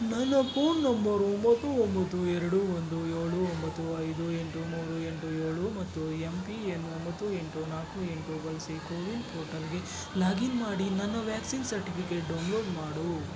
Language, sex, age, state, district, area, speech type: Kannada, male, 60+, Karnataka, Kolar, rural, read